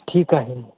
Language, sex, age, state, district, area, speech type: Marathi, male, 30-45, Maharashtra, Hingoli, rural, conversation